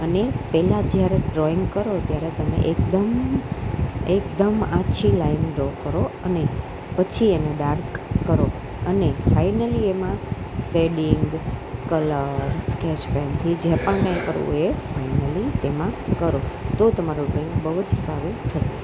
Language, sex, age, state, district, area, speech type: Gujarati, female, 30-45, Gujarat, Kheda, urban, spontaneous